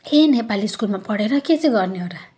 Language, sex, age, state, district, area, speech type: Nepali, female, 30-45, West Bengal, Jalpaiguri, rural, spontaneous